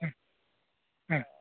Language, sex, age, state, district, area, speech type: Malayalam, male, 45-60, Kerala, Idukki, rural, conversation